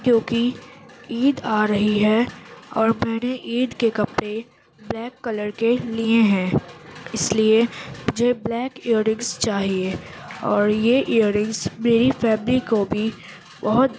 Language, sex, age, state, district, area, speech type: Urdu, female, 18-30, Uttar Pradesh, Gautam Buddha Nagar, rural, spontaneous